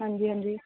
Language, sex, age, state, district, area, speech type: Punjabi, female, 30-45, Punjab, Muktsar, urban, conversation